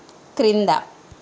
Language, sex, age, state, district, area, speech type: Telugu, female, 18-30, Andhra Pradesh, Konaseema, rural, read